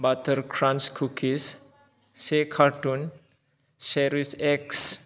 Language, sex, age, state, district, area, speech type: Bodo, male, 30-45, Assam, Kokrajhar, rural, read